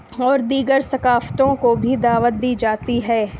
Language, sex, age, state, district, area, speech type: Urdu, female, 18-30, Uttar Pradesh, Balrampur, rural, spontaneous